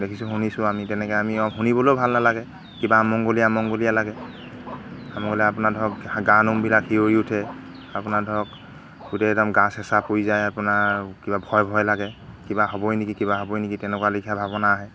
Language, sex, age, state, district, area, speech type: Assamese, male, 30-45, Assam, Golaghat, rural, spontaneous